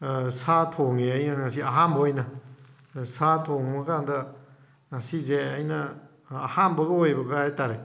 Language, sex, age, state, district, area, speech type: Manipuri, male, 30-45, Manipur, Thoubal, rural, spontaneous